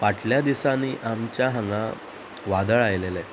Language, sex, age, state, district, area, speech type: Goan Konkani, female, 18-30, Goa, Murmgao, urban, spontaneous